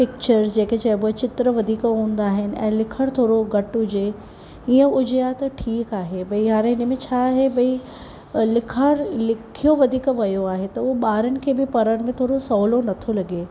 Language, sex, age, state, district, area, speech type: Sindhi, female, 45-60, Maharashtra, Mumbai Suburban, urban, spontaneous